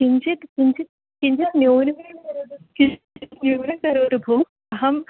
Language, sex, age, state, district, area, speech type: Sanskrit, female, 18-30, Kerala, Ernakulam, urban, conversation